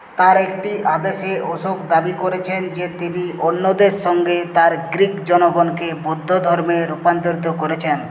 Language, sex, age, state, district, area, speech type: Bengali, male, 60+, West Bengal, Purulia, rural, read